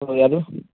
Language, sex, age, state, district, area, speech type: Kannada, male, 18-30, Karnataka, Davanagere, rural, conversation